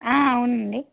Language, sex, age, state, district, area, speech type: Telugu, female, 30-45, Telangana, Hanamkonda, rural, conversation